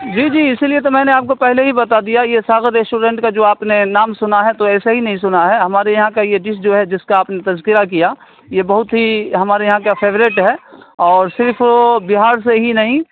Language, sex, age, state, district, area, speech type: Urdu, male, 30-45, Bihar, Saharsa, urban, conversation